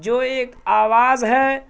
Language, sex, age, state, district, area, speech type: Urdu, male, 18-30, Bihar, Purnia, rural, spontaneous